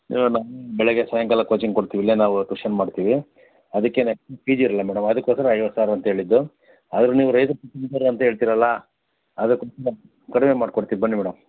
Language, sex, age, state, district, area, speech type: Kannada, male, 60+, Karnataka, Chikkaballapur, rural, conversation